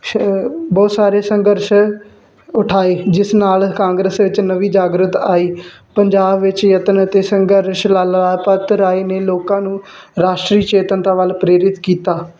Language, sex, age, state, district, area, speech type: Punjabi, male, 18-30, Punjab, Muktsar, urban, spontaneous